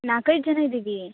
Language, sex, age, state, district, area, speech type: Kannada, female, 30-45, Karnataka, Uttara Kannada, rural, conversation